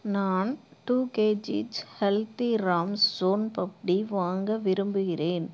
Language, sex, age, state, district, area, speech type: Tamil, female, 30-45, Tamil Nadu, Pudukkottai, urban, read